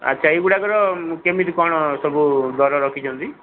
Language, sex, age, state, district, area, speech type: Odia, male, 45-60, Odisha, Sundergarh, rural, conversation